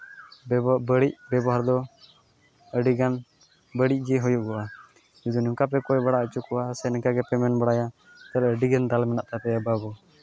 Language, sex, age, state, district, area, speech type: Santali, male, 18-30, West Bengal, Malda, rural, spontaneous